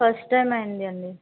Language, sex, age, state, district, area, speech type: Telugu, female, 18-30, Telangana, Sangareddy, urban, conversation